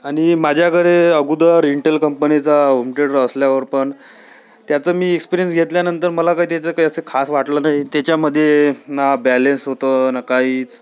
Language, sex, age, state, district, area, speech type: Marathi, male, 18-30, Maharashtra, Amravati, urban, spontaneous